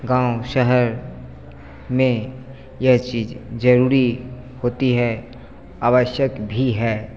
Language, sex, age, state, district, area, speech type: Hindi, male, 30-45, Bihar, Begusarai, rural, spontaneous